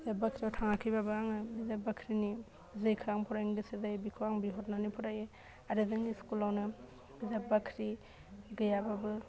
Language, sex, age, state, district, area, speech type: Bodo, female, 18-30, Assam, Udalguri, urban, spontaneous